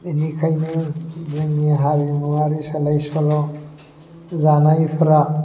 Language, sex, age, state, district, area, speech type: Bodo, male, 45-60, Assam, Baksa, urban, spontaneous